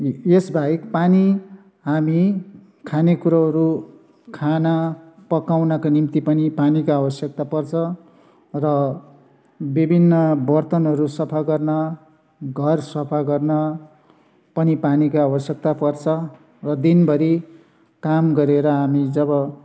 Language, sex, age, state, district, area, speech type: Nepali, male, 60+, West Bengal, Darjeeling, rural, spontaneous